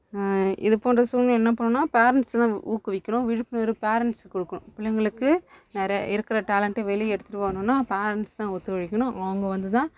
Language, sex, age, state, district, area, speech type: Tamil, female, 18-30, Tamil Nadu, Kallakurichi, rural, spontaneous